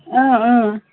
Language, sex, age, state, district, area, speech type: Kashmiri, female, 18-30, Jammu and Kashmir, Budgam, rural, conversation